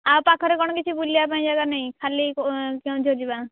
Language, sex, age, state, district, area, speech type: Odia, female, 18-30, Odisha, Nayagarh, rural, conversation